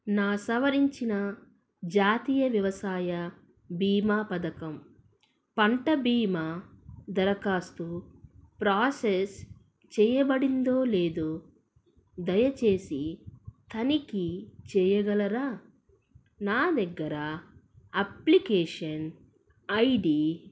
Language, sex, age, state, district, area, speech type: Telugu, female, 30-45, Andhra Pradesh, Krishna, urban, read